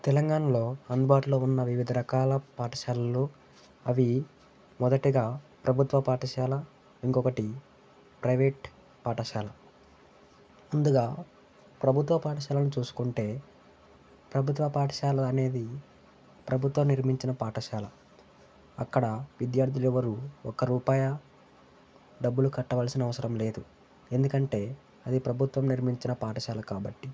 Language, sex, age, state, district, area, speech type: Telugu, male, 18-30, Telangana, Sangareddy, urban, spontaneous